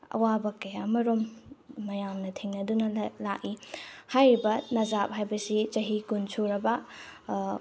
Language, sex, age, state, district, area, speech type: Manipuri, female, 30-45, Manipur, Tengnoupal, rural, spontaneous